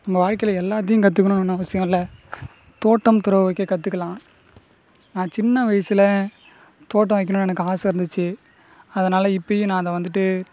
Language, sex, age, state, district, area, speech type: Tamil, male, 18-30, Tamil Nadu, Cuddalore, rural, spontaneous